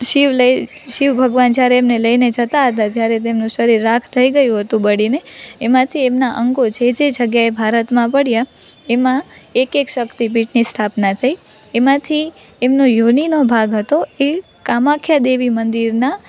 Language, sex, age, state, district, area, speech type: Gujarati, female, 18-30, Gujarat, Rajkot, urban, spontaneous